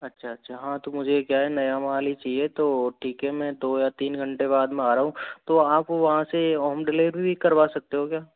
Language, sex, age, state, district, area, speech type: Hindi, male, 30-45, Rajasthan, Jodhpur, rural, conversation